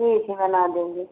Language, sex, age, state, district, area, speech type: Hindi, female, 30-45, Uttar Pradesh, Pratapgarh, rural, conversation